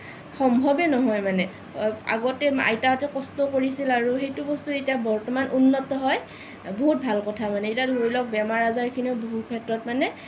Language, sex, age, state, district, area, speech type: Assamese, female, 18-30, Assam, Nalbari, rural, spontaneous